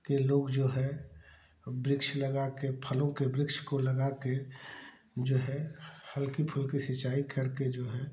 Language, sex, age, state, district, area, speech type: Hindi, male, 45-60, Uttar Pradesh, Chandauli, urban, spontaneous